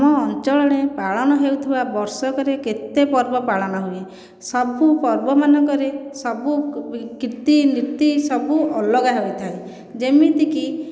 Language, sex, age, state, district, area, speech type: Odia, female, 30-45, Odisha, Khordha, rural, spontaneous